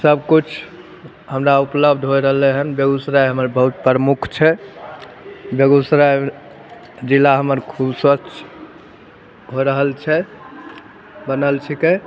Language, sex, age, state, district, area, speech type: Maithili, male, 30-45, Bihar, Begusarai, urban, spontaneous